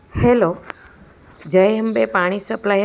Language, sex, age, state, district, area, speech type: Gujarati, female, 45-60, Gujarat, Ahmedabad, urban, spontaneous